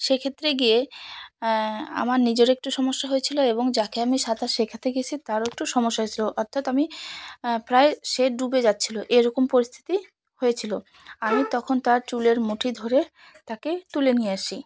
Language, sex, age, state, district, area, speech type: Bengali, female, 45-60, West Bengal, Alipurduar, rural, spontaneous